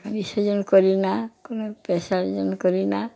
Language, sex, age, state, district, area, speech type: Bengali, female, 60+, West Bengal, Darjeeling, rural, spontaneous